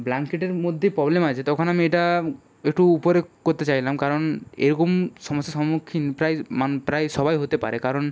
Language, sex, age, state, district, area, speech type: Bengali, male, 30-45, West Bengal, Purba Medinipur, rural, spontaneous